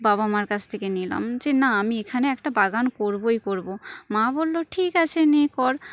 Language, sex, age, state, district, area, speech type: Bengali, female, 30-45, West Bengal, Paschim Medinipur, rural, spontaneous